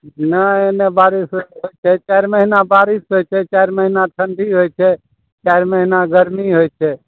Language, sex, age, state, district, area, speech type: Maithili, male, 60+, Bihar, Begusarai, urban, conversation